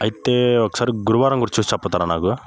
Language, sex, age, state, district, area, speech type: Telugu, male, 18-30, Andhra Pradesh, Bapatla, urban, spontaneous